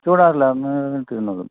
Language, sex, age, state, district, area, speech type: Malayalam, male, 45-60, Kerala, Idukki, rural, conversation